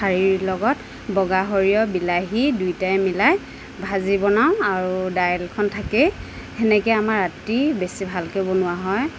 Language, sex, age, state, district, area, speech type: Assamese, female, 30-45, Assam, Nagaon, rural, spontaneous